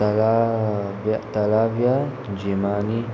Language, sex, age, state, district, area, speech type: Goan Konkani, male, 18-30, Goa, Murmgao, urban, spontaneous